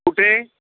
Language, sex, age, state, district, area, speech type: Marathi, male, 45-60, Maharashtra, Ratnagiri, urban, conversation